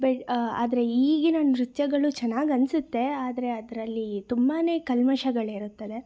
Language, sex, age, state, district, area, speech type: Kannada, female, 18-30, Karnataka, Chikkaballapur, urban, spontaneous